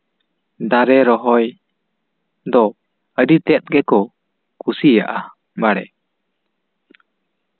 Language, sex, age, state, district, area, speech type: Santali, male, 18-30, West Bengal, Bankura, rural, spontaneous